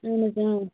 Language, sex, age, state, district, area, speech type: Kashmiri, female, 18-30, Jammu and Kashmir, Bandipora, rural, conversation